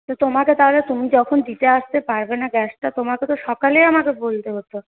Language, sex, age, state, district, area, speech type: Bengali, female, 18-30, West Bengal, Paschim Bardhaman, rural, conversation